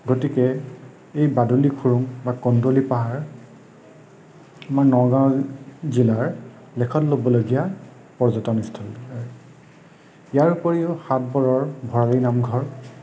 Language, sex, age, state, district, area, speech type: Assamese, male, 30-45, Assam, Nagaon, rural, spontaneous